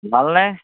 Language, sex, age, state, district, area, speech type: Assamese, male, 18-30, Assam, Majuli, rural, conversation